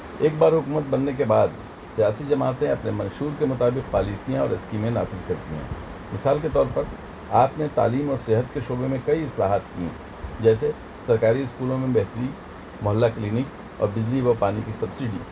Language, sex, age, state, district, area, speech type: Urdu, male, 60+, Delhi, Central Delhi, urban, spontaneous